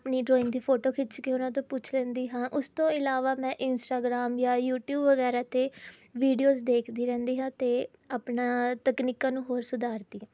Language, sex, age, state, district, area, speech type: Punjabi, female, 18-30, Punjab, Rupnagar, urban, spontaneous